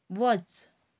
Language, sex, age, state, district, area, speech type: Goan Konkani, female, 45-60, Goa, Canacona, rural, read